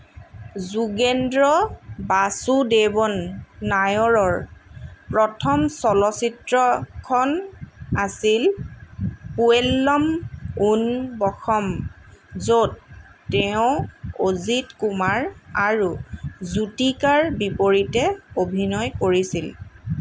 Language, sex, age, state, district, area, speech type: Assamese, female, 30-45, Assam, Lakhimpur, rural, read